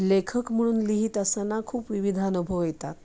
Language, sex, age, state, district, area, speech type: Marathi, female, 45-60, Maharashtra, Sangli, urban, spontaneous